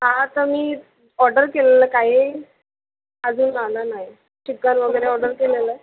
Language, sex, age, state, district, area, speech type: Marathi, female, 18-30, Maharashtra, Mumbai Suburban, urban, conversation